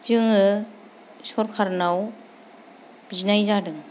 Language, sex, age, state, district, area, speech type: Bodo, female, 30-45, Assam, Kokrajhar, rural, spontaneous